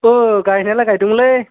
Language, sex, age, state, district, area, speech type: Bodo, male, 18-30, Assam, Chirang, urban, conversation